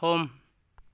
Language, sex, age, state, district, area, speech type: Bodo, male, 45-60, Assam, Kokrajhar, urban, read